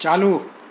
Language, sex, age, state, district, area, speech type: Sindhi, male, 45-60, Gujarat, Surat, urban, read